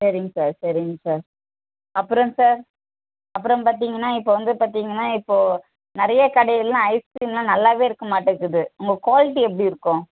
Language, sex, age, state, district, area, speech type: Tamil, male, 30-45, Tamil Nadu, Tenkasi, rural, conversation